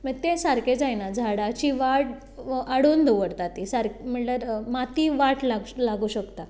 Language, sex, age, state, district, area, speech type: Goan Konkani, female, 30-45, Goa, Tiswadi, rural, spontaneous